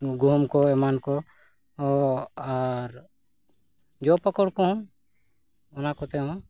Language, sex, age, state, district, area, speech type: Santali, male, 45-60, Jharkhand, Bokaro, rural, spontaneous